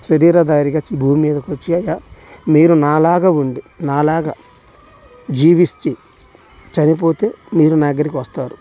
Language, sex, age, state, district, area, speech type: Telugu, male, 30-45, Andhra Pradesh, Bapatla, urban, spontaneous